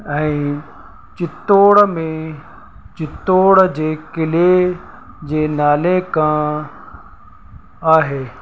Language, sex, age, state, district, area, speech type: Sindhi, male, 30-45, Rajasthan, Ajmer, urban, spontaneous